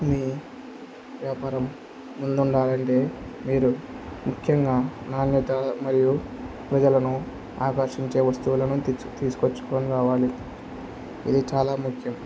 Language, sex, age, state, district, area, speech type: Telugu, male, 18-30, Andhra Pradesh, Kurnool, rural, spontaneous